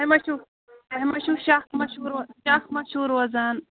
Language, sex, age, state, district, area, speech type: Kashmiri, female, 30-45, Jammu and Kashmir, Pulwama, rural, conversation